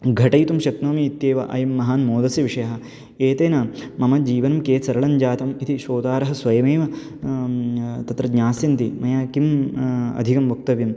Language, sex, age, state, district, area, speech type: Sanskrit, male, 18-30, Karnataka, Bangalore Urban, urban, spontaneous